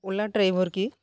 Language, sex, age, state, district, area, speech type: Odia, female, 45-60, Odisha, Kalahandi, rural, spontaneous